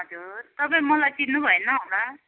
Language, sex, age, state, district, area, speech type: Nepali, female, 60+, West Bengal, Kalimpong, rural, conversation